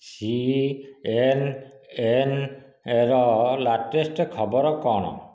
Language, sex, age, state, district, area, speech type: Odia, male, 30-45, Odisha, Dhenkanal, rural, read